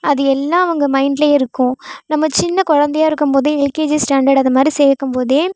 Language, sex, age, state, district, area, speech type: Tamil, female, 18-30, Tamil Nadu, Thanjavur, rural, spontaneous